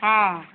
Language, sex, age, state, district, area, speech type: Odia, female, 45-60, Odisha, Sambalpur, rural, conversation